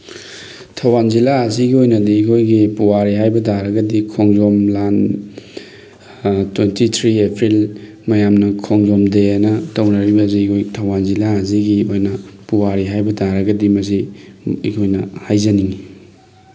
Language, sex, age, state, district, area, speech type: Manipuri, male, 30-45, Manipur, Thoubal, rural, spontaneous